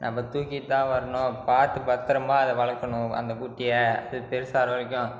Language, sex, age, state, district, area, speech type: Tamil, female, 18-30, Tamil Nadu, Cuddalore, rural, spontaneous